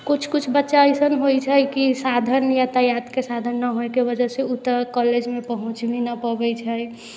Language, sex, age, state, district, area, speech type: Maithili, female, 18-30, Bihar, Sitamarhi, urban, spontaneous